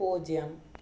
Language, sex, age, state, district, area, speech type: Tamil, male, 18-30, Tamil Nadu, Krishnagiri, rural, read